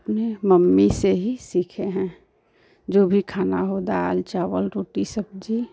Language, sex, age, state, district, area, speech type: Hindi, female, 30-45, Uttar Pradesh, Ghazipur, urban, spontaneous